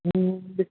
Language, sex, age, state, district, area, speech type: Marathi, male, 18-30, Maharashtra, Osmanabad, rural, conversation